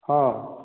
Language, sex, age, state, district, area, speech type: Odia, male, 30-45, Odisha, Nayagarh, rural, conversation